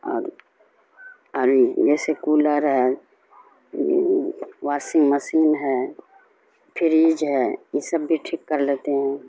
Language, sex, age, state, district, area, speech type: Urdu, female, 60+, Bihar, Supaul, rural, spontaneous